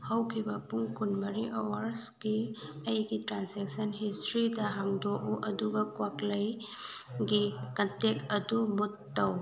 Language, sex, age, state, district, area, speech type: Manipuri, female, 30-45, Manipur, Thoubal, rural, read